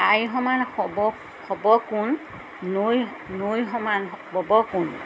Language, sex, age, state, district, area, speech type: Assamese, female, 60+, Assam, Golaghat, urban, spontaneous